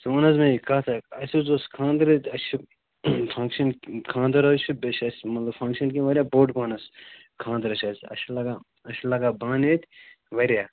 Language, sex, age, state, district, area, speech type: Kashmiri, male, 18-30, Jammu and Kashmir, Bandipora, rural, conversation